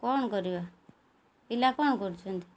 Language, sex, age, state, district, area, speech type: Odia, female, 45-60, Odisha, Kendrapara, urban, spontaneous